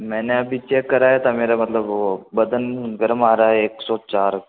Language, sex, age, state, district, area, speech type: Hindi, male, 18-30, Rajasthan, Jodhpur, urban, conversation